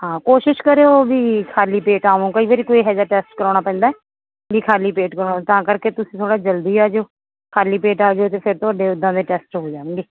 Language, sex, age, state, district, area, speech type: Punjabi, female, 30-45, Punjab, Mansa, rural, conversation